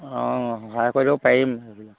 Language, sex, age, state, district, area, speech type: Assamese, male, 60+, Assam, Sivasagar, rural, conversation